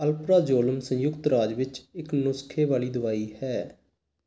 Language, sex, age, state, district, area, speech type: Punjabi, male, 18-30, Punjab, Sangrur, urban, read